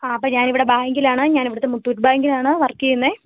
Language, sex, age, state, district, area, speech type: Malayalam, female, 18-30, Kerala, Kozhikode, rural, conversation